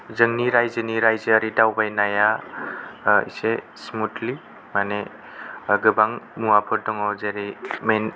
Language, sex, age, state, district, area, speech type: Bodo, male, 18-30, Assam, Kokrajhar, rural, spontaneous